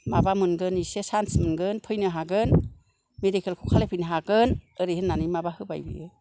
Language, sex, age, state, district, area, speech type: Bodo, female, 60+, Assam, Kokrajhar, rural, spontaneous